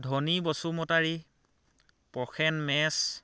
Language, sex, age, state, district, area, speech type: Assamese, male, 45-60, Assam, Dhemaji, rural, spontaneous